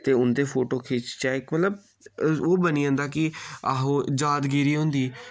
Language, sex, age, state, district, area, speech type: Dogri, male, 18-30, Jammu and Kashmir, Samba, rural, spontaneous